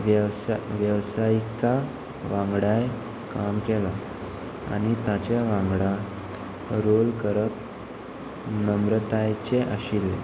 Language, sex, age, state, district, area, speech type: Goan Konkani, male, 18-30, Goa, Murmgao, urban, spontaneous